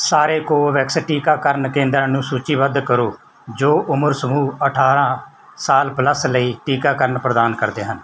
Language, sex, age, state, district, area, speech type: Punjabi, male, 45-60, Punjab, Mansa, rural, read